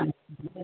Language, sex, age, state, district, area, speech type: Odia, male, 45-60, Odisha, Gajapati, rural, conversation